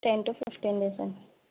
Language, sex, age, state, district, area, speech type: Telugu, female, 18-30, Andhra Pradesh, Kakinada, urban, conversation